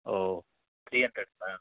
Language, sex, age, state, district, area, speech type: Tamil, male, 18-30, Tamil Nadu, Krishnagiri, rural, conversation